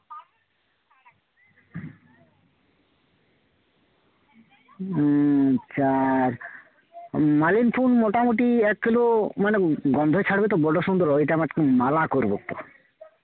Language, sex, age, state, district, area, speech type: Bengali, male, 30-45, West Bengal, Uttar Dinajpur, urban, conversation